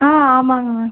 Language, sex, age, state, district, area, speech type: Tamil, female, 18-30, Tamil Nadu, Tiruchirappalli, urban, conversation